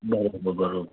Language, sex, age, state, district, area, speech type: Sindhi, male, 60+, Gujarat, Kutch, rural, conversation